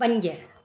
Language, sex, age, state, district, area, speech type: Sindhi, female, 30-45, Gujarat, Surat, urban, read